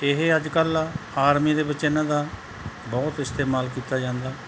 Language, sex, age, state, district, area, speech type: Punjabi, male, 45-60, Punjab, Mansa, urban, spontaneous